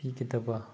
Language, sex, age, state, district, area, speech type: Manipuri, male, 30-45, Manipur, Chandel, rural, spontaneous